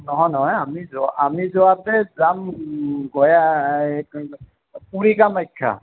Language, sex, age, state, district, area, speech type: Assamese, male, 60+, Assam, Goalpara, urban, conversation